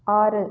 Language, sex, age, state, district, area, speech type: Tamil, female, 30-45, Tamil Nadu, Cuddalore, rural, read